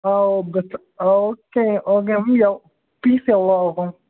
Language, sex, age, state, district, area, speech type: Tamil, male, 18-30, Tamil Nadu, Tirunelveli, rural, conversation